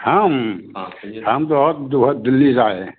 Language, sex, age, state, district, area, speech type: Hindi, male, 60+, Bihar, Begusarai, rural, conversation